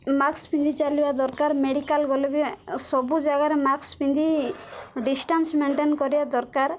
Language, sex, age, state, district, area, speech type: Odia, female, 18-30, Odisha, Koraput, urban, spontaneous